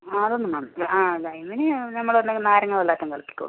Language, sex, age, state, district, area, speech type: Malayalam, female, 45-60, Kerala, Wayanad, rural, conversation